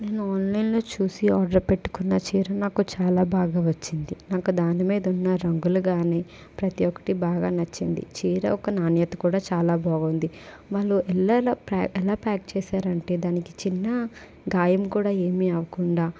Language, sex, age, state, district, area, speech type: Telugu, female, 18-30, Andhra Pradesh, Kakinada, urban, spontaneous